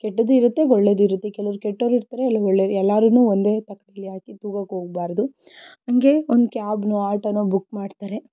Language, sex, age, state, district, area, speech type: Kannada, female, 18-30, Karnataka, Tumkur, rural, spontaneous